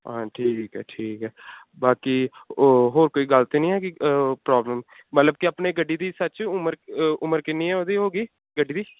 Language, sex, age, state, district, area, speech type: Punjabi, male, 18-30, Punjab, Gurdaspur, rural, conversation